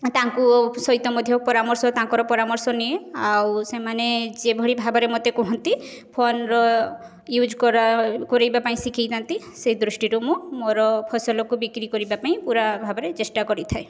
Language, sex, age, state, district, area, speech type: Odia, female, 18-30, Odisha, Mayurbhanj, rural, spontaneous